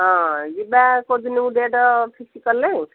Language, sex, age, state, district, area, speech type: Odia, female, 45-60, Odisha, Gajapati, rural, conversation